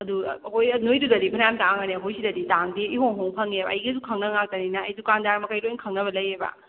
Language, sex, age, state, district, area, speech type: Manipuri, female, 18-30, Manipur, Kakching, rural, conversation